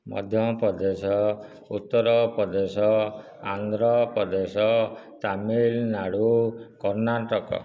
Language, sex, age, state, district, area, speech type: Odia, male, 30-45, Odisha, Dhenkanal, rural, spontaneous